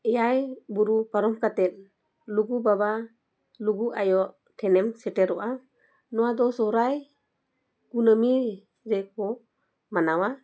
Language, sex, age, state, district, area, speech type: Santali, female, 45-60, Jharkhand, Bokaro, rural, spontaneous